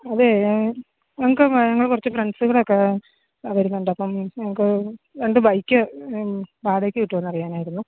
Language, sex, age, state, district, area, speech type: Malayalam, female, 30-45, Kerala, Idukki, rural, conversation